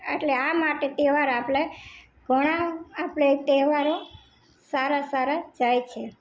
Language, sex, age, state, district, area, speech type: Gujarati, female, 45-60, Gujarat, Rajkot, rural, spontaneous